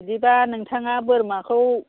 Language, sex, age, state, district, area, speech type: Bodo, female, 60+, Assam, Chirang, rural, conversation